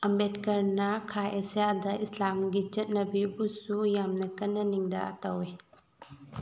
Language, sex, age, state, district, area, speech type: Manipuri, female, 30-45, Manipur, Thoubal, rural, read